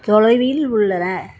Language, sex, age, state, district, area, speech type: Tamil, female, 60+, Tamil Nadu, Salem, rural, read